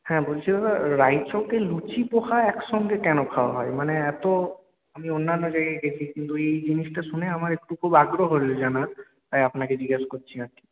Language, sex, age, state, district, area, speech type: Bengali, male, 18-30, West Bengal, Purulia, urban, conversation